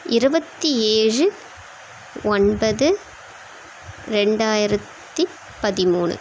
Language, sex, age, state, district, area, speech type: Tamil, female, 30-45, Tamil Nadu, Chennai, urban, spontaneous